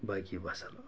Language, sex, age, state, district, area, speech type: Kashmiri, male, 30-45, Jammu and Kashmir, Bandipora, rural, spontaneous